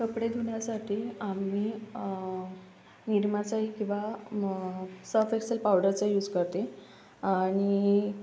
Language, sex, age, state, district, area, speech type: Marathi, female, 18-30, Maharashtra, Akola, urban, spontaneous